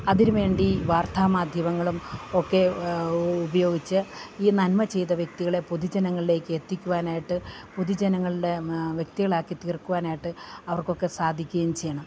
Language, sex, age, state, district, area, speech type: Malayalam, female, 45-60, Kerala, Idukki, rural, spontaneous